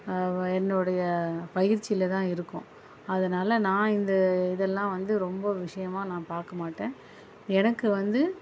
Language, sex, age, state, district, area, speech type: Tamil, female, 30-45, Tamil Nadu, Chennai, urban, spontaneous